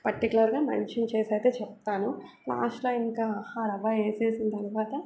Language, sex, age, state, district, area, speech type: Telugu, female, 18-30, Telangana, Mancherial, rural, spontaneous